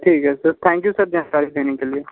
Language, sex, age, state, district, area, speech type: Hindi, male, 45-60, Uttar Pradesh, Sonbhadra, rural, conversation